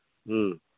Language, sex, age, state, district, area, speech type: Manipuri, male, 45-60, Manipur, Imphal East, rural, conversation